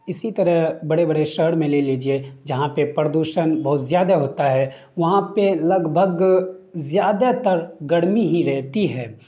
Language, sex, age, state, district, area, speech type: Urdu, male, 18-30, Bihar, Darbhanga, rural, spontaneous